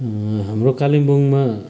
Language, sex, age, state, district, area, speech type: Nepali, male, 45-60, West Bengal, Kalimpong, rural, spontaneous